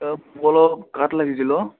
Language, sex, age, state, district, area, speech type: Assamese, male, 18-30, Assam, Udalguri, rural, conversation